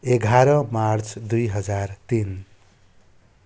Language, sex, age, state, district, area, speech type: Nepali, male, 30-45, West Bengal, Darjeeling, rural, spontaneous